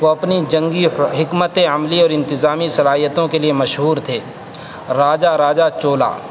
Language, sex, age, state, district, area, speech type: Urdu, male, 18-30, Uttar Pradesh, Saharanpur, urban, spontaneous